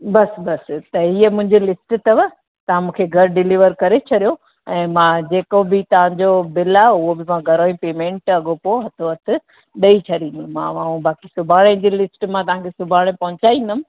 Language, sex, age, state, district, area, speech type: Sindhi, female, 30-45, Gujarat, Surat, urban, conversation